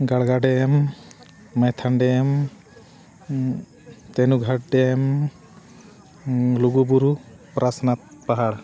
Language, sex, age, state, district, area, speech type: Santali, male, 30-45, Jharkhand, Bokaro, rural, spontaneous